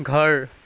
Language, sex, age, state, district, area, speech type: Nepali, male, 18-30, West Bengal, Kalimpong, urban, read